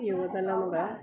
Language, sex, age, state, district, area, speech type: Malayalam, female, 45-60, Kerala, Kottayam, rural, spontaneous